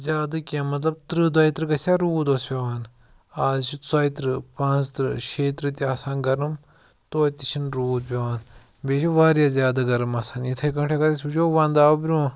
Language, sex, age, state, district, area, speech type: Kashmiri, male, 18-30, Jammu and Kashmir, Pulwama, rural, spontaneous